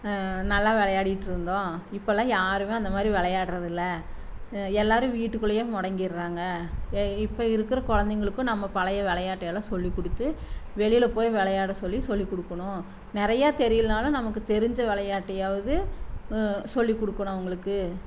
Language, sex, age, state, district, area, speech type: Tamil, female, 45-60, Tamil Nadu, Coimbatore, rural, spontaneous